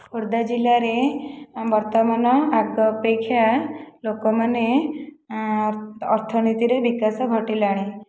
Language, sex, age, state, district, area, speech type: Odia, female, 30-45, Odisha, Khordha, rural, spontaneous